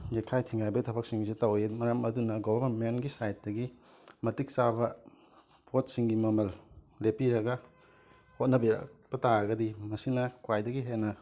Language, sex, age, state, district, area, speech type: Manipuri, male, 18-30, Manipur, Imphal West, urban, spontaneous